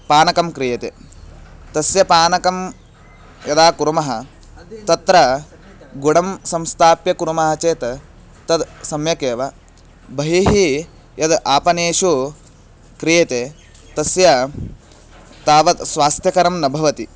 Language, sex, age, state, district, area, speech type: Sanskrit, male, 18-30, Karnataka, Bagalkot, rural, spontaneous